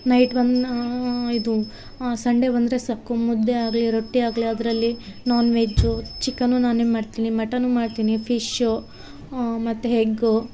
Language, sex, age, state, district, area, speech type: Kannada, female, 30-45, Karnataka, Vijayanagara, rural, spontaneous